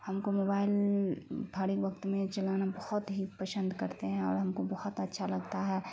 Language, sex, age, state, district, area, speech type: Urdu, female, 18-30, Bihar, Khagaria, rural, spontaneous